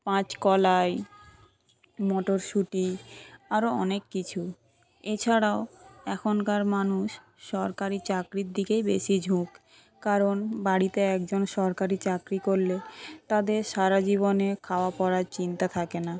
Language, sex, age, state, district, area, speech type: Bengali, female, 18-30, West Bengal, Paschim Medinipur, rural, spontaneous